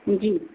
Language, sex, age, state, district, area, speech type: Hindi, female, 45-60, Uttar Pradesh, Azamgarh, rural, conversation